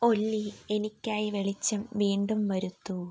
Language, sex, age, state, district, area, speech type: Malayalam, female, 18-30, Kerala, Wayanad, rural, read